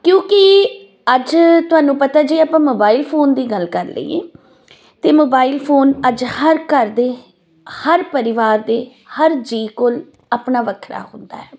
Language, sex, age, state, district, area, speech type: Punjabi, female, 30-45, Punjab, Firozpur, urban, spontaneous